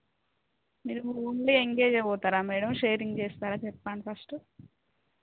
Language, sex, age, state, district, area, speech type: Telugu, female, 30-45, Telangana, Warangal, rural, conversation